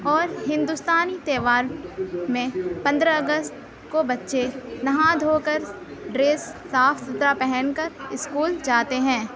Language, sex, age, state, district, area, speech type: Urdu, male, 18-30, Uttar Pradesh, Mau, urban, spontaneous